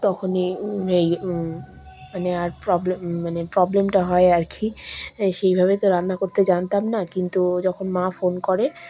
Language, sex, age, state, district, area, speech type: Bengali, female, 30-45, West Bengal, Malda, rural, spontaneous